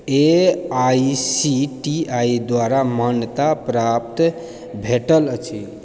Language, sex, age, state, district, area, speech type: Maithili, male, 30-45, Bihar, Purnia, rural, read